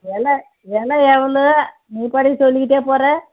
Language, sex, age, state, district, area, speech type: Tamil, female, 60+, Tamil Nadu, Kallakurichi, urban, conversation